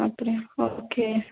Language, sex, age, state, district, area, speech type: Tamil, female, 18-30, Tamil Nadu, Tiruvallur, urban, conversation